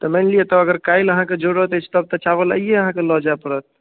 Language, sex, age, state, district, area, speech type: Maithili, male, 18-30, Bihar, Darbhanga, urban, conversation